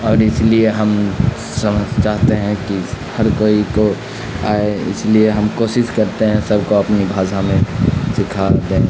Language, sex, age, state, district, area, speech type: Urdu, male, 18-30, Bihar, Khagaria, rural, spontaneous